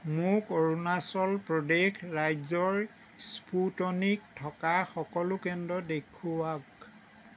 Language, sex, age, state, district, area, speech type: Assamese, male, 60+, Assam, Lakhimpur, rural, read